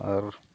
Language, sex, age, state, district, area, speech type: Santali, male, 45-60, Odisha, Mayurbhanj, rural, spontaneous